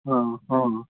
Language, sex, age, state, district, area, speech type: Odia, male, 30-45, Odisha, Kalahandi, rural, conversation